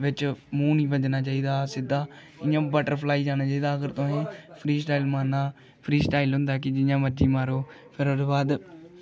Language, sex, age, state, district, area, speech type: Dogri, male, 18-30, Jammu and Kashmir, Kathua, rural, spontaneous